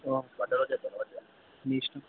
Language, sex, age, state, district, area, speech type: Telugu, male, 30-45, Andhra Pradesh, N T Rama Rao, urban, conversation